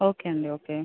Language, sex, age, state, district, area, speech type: Telugu, female, 30-45, Andhra Pradesh, West Godavari, rural, conversation